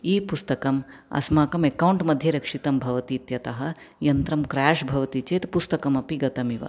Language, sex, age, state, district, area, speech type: Sanskrit, female, 30-45, Kerala, Ernakulam, urban, spontaneous